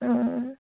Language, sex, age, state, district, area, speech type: Assamese, female, 18-30, Assam, Lakhimpur, rural, conversation